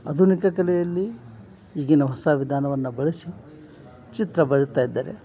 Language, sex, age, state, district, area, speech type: Kannada, male, 60+, Karnataka, Dharwad, urban, spontaneous